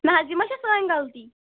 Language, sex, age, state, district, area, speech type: Kashmiri, female, 18-30, Jammu and Kashmir, Anantnag, rural, conversation